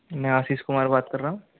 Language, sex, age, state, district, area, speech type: Hindi, male, 60+, Rajasthan, Jaipur, urban, conversation